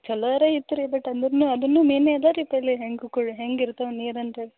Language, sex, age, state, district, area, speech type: Kannada, female, 18-30, Karnataka, Gulbarga, urban, conversation